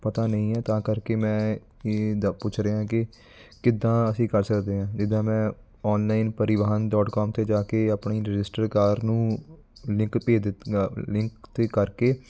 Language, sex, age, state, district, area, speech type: Punjabi, male, 18-30, Punjab, Ludhiana, urban, spontaneous